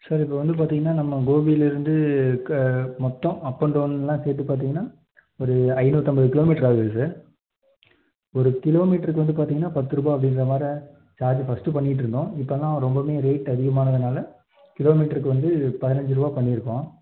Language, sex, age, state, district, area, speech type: Tamil, male, 18-30, Tamil Nadu, Erode, rural, conversation